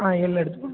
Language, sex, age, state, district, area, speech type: Tamil, male, 18-30, Tamil Nadu, Tiruvarur, rural, conversation